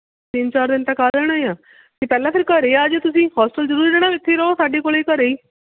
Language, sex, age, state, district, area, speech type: Punjabi, female, 45-60, Punjab, Shaheed Bhagat Singh Nagar, urban, conversation